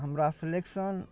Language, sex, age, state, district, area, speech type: Maithili, male, 30-45, Bihar, Darbhanga, rural, spontaneous